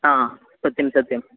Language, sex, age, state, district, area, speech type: Sanskrit, male, 30-45, Kerala, Kannur, rural, conversation